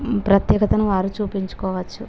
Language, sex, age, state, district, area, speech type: Telugu, female, 30-45, Andhra Pradesh, Visakhapatnam, urban, spontaneous